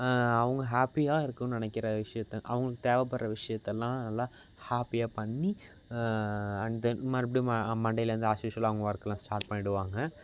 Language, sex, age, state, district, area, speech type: Tamil, male, 18-30, Tamil Nadu, Thanjavur, urban, spontaneous